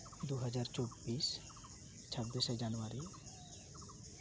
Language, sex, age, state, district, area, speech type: Santali, male, 18-30, West Bengal, Uttar Dinajpur, rural, spontaneous